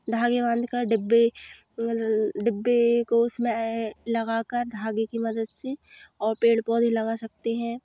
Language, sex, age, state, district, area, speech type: Hindi, female, 18-30, Madhya Pradesh, Hoshangabad, rural, spontaneous